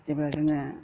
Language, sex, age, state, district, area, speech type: Bodo, female, 60+, Assam, Chirang, rural, spontaneous